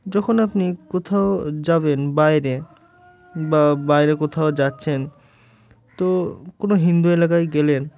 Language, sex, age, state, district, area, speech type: Bengali, male, 18-30, West Bengal, Murshidabad, urban, spontaneous